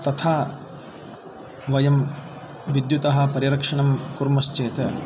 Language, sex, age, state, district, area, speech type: Sanskrit, male, 30-45, Karnataka, Davanagere, urban, spontaneous